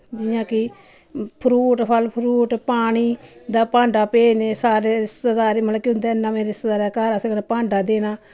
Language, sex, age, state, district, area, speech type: Dogri, female, 30-45, Jammu and Kashmir, Samba, rural, spontaneous